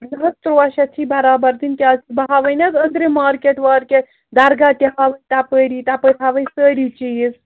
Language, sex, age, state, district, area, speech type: Kashmiri, female, 30-45, Jammu and Kashmir, Srinagar, urban, conversation